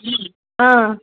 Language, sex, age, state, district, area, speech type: Telugu, female, 18-30, Telangana, Karimnagar, urban, conversation